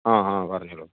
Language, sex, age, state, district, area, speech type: Malayalam, male, 45-60, Kerala, Idukki, rural, conversation